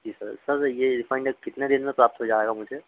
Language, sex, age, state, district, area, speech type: Hindi, male, 30-45, Madhya Pradesh, Harda, urban, conversation